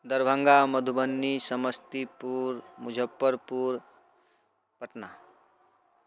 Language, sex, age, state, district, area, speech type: Maithili, male, 18-30, Bihar, Darbhanga, urban, spontaneous